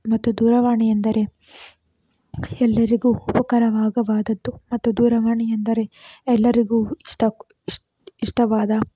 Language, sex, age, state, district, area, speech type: Kannada, female, 45-60, Karnataka, Chikkaballapur, rural, spontaneous